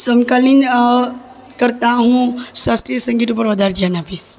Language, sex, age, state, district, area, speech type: Gujarati, female, 18-30, Gujarat, Surat, rural, spontaneous